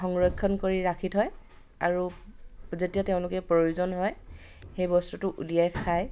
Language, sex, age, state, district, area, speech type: Assamese, female, 30-45, Assam, Dhemaji, rural, spontaneous